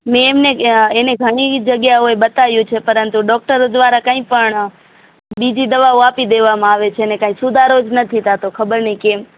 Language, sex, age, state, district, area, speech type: Gujarati, female, 45-60, Gujarat, Morbi, rural, conversation